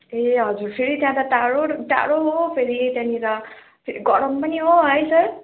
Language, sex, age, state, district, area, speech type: Nepali, female, 18-30, West Bengal, Darjeeling, rural, conversation